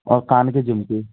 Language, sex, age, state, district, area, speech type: Hindi, male, 18-30, Madhya Pradesh, Gwalior, rural, conversation